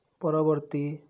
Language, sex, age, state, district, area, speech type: Odia, male, 18-30, Odisha, Subarnapur, urban, read